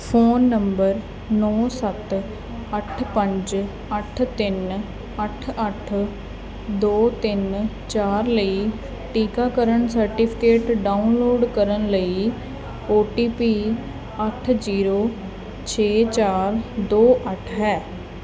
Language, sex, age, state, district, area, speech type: Punjabi, female, 18-30, Punjab, Muktsar, urban, read